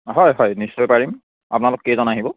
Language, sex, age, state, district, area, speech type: Assamese, male, 30-45, Assam, Biswanath, rural, conversation